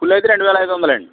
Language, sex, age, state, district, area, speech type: Telugu, male, 60+, Andhra Pradesh, Eluru, rural, conversation